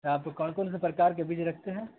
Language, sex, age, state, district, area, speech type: Urdu, male, 18-30, Bihar, Gaya, urban, conversation